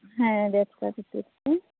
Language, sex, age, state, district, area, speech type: Santali, female, 18-30, West Bengal, Malda, rural, conversation